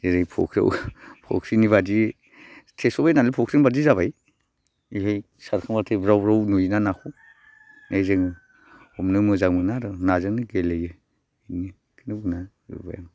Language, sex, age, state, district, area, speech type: Bodo, male, 45-60, Assam, Baksa, rural, spontaneous